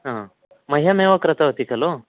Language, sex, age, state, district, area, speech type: Sanskrit, male, 30-45, Karnataka, Uttara Kannada, rural, conversation